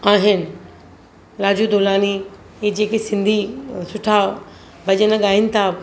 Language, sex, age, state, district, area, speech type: Sindhi, female, 45-60, Maharashtra, Mumbai Suburban, urban, spontaneous